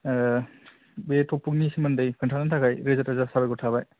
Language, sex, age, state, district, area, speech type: Bodo, male, 18-30, Assam, Kokrajhar, urban, conversation